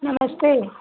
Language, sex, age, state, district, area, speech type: Hindi, female, 45-60, Uttar Pradesh, Mau, urban, conversation